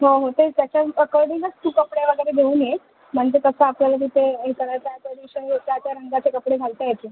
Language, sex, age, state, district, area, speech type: Marathi, female, 18-30, Maharashtra, Solapur, urban, conversation